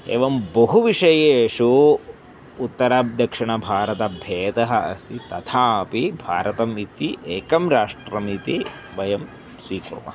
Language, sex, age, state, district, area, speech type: Sanskrit, male, 30-45, Kerala, Kozhikode, urban, spontaneous